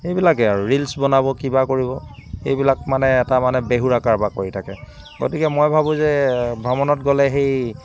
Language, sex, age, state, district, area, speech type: Assamese, male, 45-60, Assam, Dibrugarh, rural, spontaneous